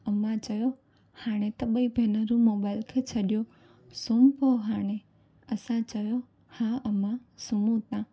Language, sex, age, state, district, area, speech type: Sindhi, female, 18-30, Gujarat, Junagadh, urban, spontaneous